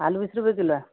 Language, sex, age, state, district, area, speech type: Marathi, female, 30-45, Maharashtra, Amravati, urban, conversation